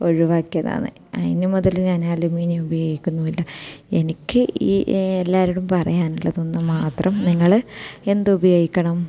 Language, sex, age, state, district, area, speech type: Malayalam, female, 30-45, Kerala, Kasaragod, rural, spontaneous